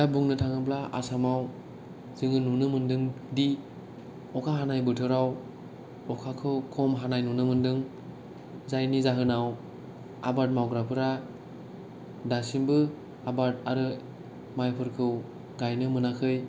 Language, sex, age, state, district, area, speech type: Bodo, male, 18-30, Assam, Kokrajhar, rural, spontaneous